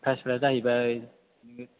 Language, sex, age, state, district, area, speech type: Bodo, male, 18-30, Assam, Chirang, rural, conversation